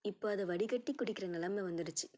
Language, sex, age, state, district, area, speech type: Tamil, female, 18-30, Tamil Nadu, Tiruvallur, rural, spontaneous